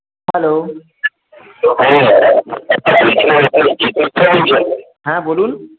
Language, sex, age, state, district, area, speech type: Bengali, male, 18-30, West Bengal, Purulia, urban, conversation